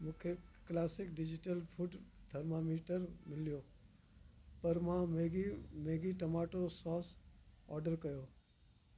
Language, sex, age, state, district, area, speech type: Sindhi, male, 60+, Delhi, South Delhi, urban, read